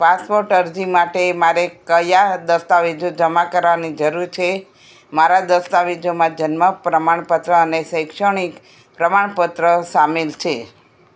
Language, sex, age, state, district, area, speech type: Gujarati, female, 60+, Gujarat, Kheda, rural, read